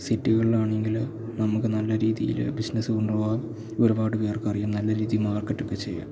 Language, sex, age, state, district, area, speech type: Malayalam, male, 18-30, Kerala, Idukki, rural, spontaneous